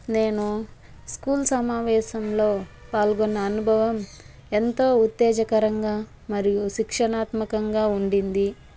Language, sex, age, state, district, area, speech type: Telugu, female, 30-45, Andhra Pradesh, Chittoor, rural, spontaneous